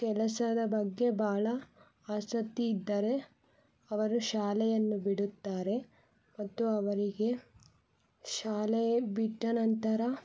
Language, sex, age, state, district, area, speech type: Kannada, female, 18-30, Karnataka, Chitradurga, rural, spontaneous